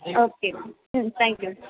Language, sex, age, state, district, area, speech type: Tamil, female, 18-30, Tamil Nadu, Perambalur, rural, conversation